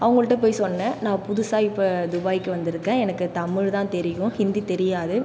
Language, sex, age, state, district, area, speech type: Tamil, female, 18-30, Tamil Nadu, Cuddalore, rural, spontaneous